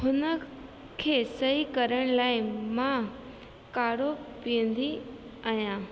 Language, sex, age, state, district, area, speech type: Sindhi, female, 18-30, Rajasthan, Ajmer, urban, spontaneous